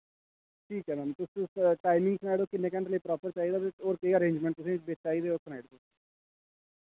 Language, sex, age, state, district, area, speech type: Dogri, male, 18-30, Jammu and Kashmir, Jammu, urban, conversation